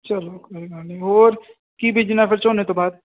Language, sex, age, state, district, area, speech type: Punjabi, male, 18-30, Punjab, Firozpur, rural, conversation